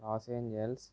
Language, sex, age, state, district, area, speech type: Telugu, male, 30-45, Andhra Pradesh, Kakinada, rural, spontaneous